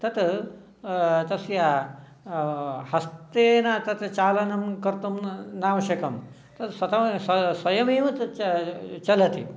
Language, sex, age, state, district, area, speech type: Sanskrit, male, 60+, Karnataka, Shimoga, urban, spontaneous